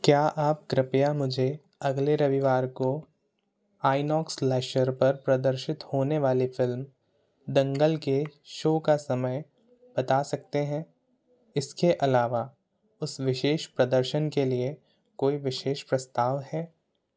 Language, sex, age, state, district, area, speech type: Hindi, male, 18-30, Madhya Pradesh, Seoni, urban, read